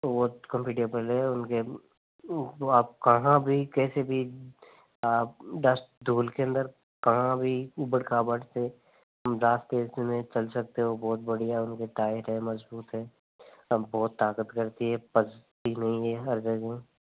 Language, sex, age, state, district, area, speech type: Hindi, male, 18-30, Rajasthan, Nagaur, rural, conversation